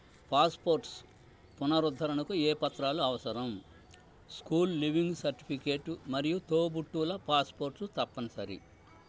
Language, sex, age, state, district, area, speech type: Telugu, male, 60+, Andhra Pradesh, Bapatla, urban, read